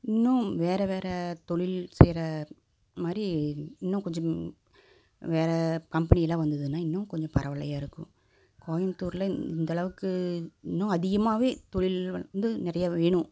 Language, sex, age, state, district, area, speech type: Tamil, female, 30-45, Tamil Nadu, Coimbatore, urban, spontaneous